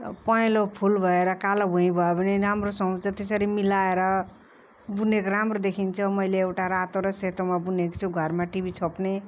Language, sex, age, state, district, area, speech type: Nepali, female, 45-60, West Bengal, Darjeeling, rural, spontaneous